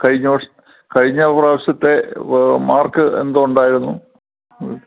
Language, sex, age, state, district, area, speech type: Malayalam, male, 60+, Kerala, Thiruvananthapuram, rural, conversation